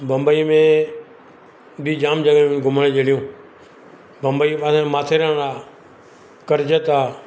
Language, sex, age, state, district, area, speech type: Sindhi, male, 60+, Gujarat, Surat, urban, spontaneous